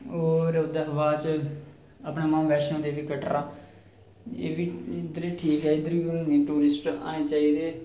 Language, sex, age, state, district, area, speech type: Dogri, male, 18-30, Jammu and Kashmir, Reasi, rural, spontaneous